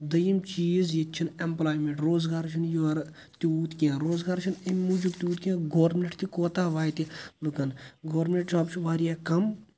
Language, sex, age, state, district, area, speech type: Kashmiri, male, 18-30, Jammu and Kashmir, Kulgam, rural, spontaneous